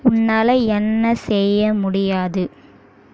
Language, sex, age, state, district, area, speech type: Tamil, female, 18-30, Tamil Nadu, Kallakurichi, rural, read